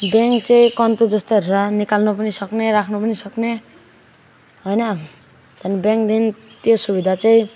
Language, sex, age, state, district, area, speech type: Nepali, male, 18-30, West Bengal, Alipurduar, urban, spontaneous